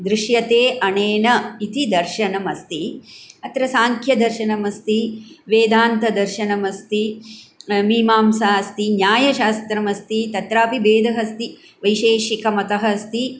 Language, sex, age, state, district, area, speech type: Sanskrit, female, 45-60, Tamil Nadu, Coimbatore, urban, spontaneous